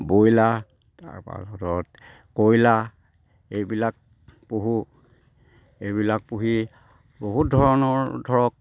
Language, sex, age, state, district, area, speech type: Assamese, male, 60+, Assam, Sivasagar, rural, spontaneous